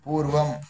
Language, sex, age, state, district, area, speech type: Sanskrit, male, 45-60, Karnataka, Shimoga, rural, read